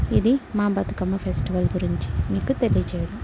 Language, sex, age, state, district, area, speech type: Telugu, female, 30-45, Telangana, Mancherial, rural, spontaneous